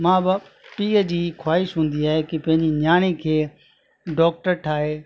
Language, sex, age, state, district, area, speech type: Sindhi, male, 45-60, Gujarat, Kutch, rural, spontaneous